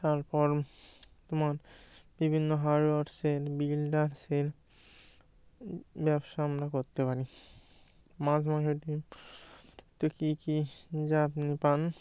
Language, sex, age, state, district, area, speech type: Bengali, male, 18-30, West Bengal, Birbhum, urban, spontaneous